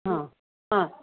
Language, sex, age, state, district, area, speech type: Marathi, female, 60+, Maharashtra, Kolhapur, urban, conversation